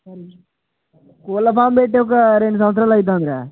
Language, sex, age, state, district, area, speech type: Telugu, male, 18-30, Telangana, Nirmal, rural, conversation